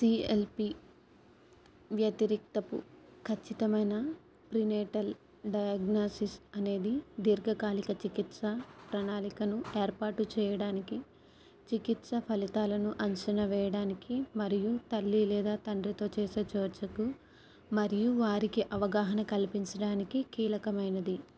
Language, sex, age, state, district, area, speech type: Telugu, female, 45-60, Andhra Pradesh, Kakinada, rural, read